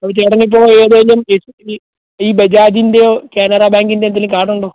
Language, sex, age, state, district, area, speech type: Malayalam, male, 18-30, Kerala, Alappuzha, rural, conversation